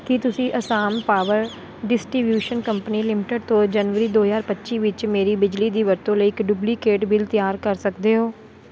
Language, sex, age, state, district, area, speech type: Punjabi, female, 30-45, Punjab, Kapurthala, urban, read